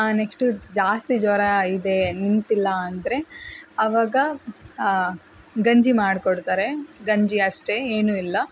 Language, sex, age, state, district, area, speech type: Kannada, female, 30-45, Karnataka, Tumkur, rural, spontaneous